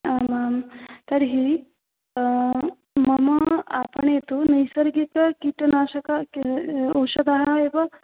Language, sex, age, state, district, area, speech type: Sanskrit, female, 18-30, Assam, Biswanath, rural, conversation